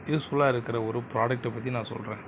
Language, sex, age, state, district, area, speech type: Tamil, male, 60+, Tamil Nadu, Mayiladuthurai, rural, spontaneous